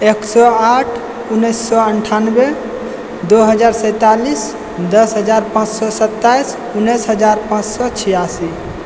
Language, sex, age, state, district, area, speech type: Maithili, male, 18-30, Bihar, Purnia, rural, spontaneous